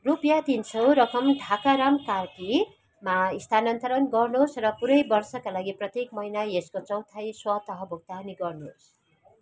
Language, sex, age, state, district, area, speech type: Nepali, female, 45-60, West Bengal, Kalimpong, rural, read